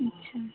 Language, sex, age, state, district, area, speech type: Hindi, female, 18-30, Madhya Pradesh, Hoshangabad, urban, conversation